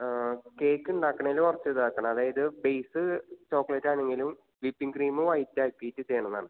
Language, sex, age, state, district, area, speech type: Malayalam, male, 18-30, Kerala, Thrissur, urban, conversation